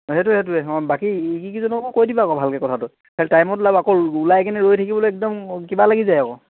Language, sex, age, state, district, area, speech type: Assamese, male, 30-45, Assam, Charaideo, rural, conversation